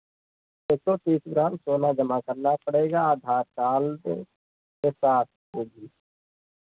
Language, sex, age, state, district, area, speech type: Hindi, male, 30-45, Uttar Pradesh, Lucknow, rural, conversation